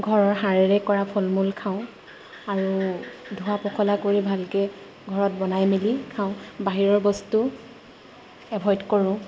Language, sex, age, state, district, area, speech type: Assamese, female, 30-45, Assam, Majuli, urban, spontaneous